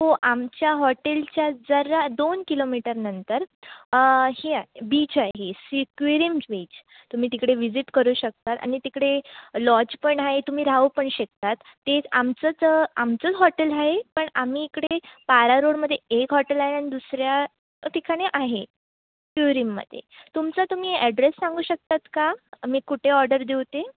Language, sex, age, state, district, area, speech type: Marathi, female, 18-30, Maharashtra, Sindhudurg, rural, conversation